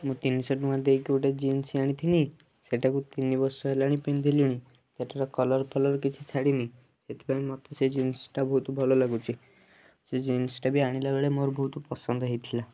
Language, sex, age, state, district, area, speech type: Odia, male, 18-30, Odisha, Kendujhar, urban, spontaneous